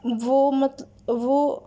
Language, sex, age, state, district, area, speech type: Urdu, female, 30-45, Delhi, South Delhi, rural, spontaneous